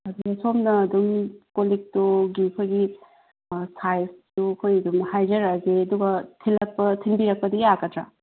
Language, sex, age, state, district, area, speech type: Manipuri, female, 30-45, Manipur, Kangpokpi, urban, conversation